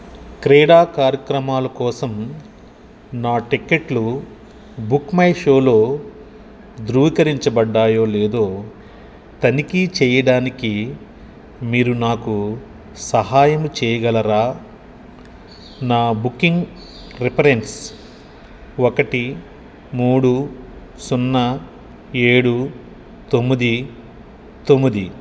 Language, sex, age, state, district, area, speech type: Telugu, male, 45-60, Andhra Pradesh, Nellore, urban, read